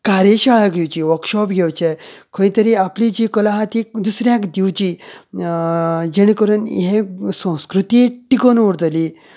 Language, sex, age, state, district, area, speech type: Goan Konkani, male, 30-45, Goa, Canacona, rural, spontaneous